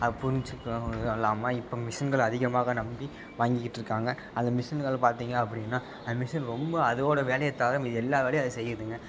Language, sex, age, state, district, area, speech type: Tamil, male, 18-30, Tamil Nadu, Tiruppur, rural, spontaneous